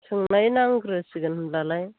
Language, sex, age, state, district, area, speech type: Bodo, female, 45-60, Assam, Chirang, rural, conversation